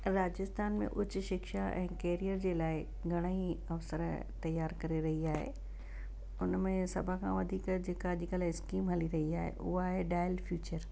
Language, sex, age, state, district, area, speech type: Sindhi, female, 60+, Rajasthan, Ajmer, urban, spontaneous